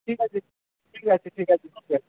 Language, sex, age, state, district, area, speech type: Bengali, male, 45-60, West Bengal, Purba Bardhaman, urban, conversation